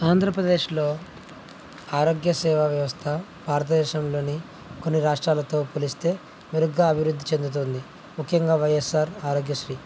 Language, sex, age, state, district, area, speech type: Telugu, male, 18-30, Andhra Pradesh, Nandyal, urban, spontaneous